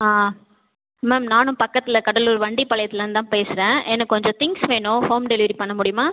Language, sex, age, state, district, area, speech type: Tamil, male, 30-45, Tamil Nadu, Cuddalore, rural, conversation